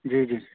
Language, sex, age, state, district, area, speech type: Urdu, male, 30-45, Uttar Pradesh, Lucknow, rural, conversation